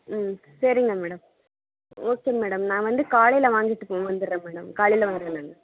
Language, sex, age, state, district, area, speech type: Tamil, female, 30-45, Tamil Nadu, Krishnagiri, rural, conversation